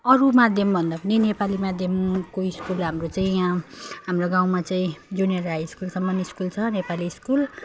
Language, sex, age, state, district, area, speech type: Nepali, female, 30-45, West Bengal, Jalpaiguri, rural, spontaneous